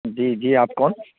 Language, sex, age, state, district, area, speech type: Urdu, male, 60+, Uttar Pradesh, Lucknow, urban, conversation